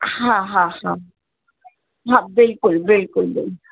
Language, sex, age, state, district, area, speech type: Sindhi, female, 60+, Uttar Pradesh, Lucknow, rural, conversation